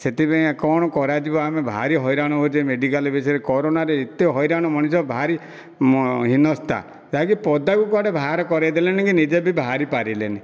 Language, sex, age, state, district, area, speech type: Odia, male, 45-60, Odisha, Dhenkanal, rural, spontaneous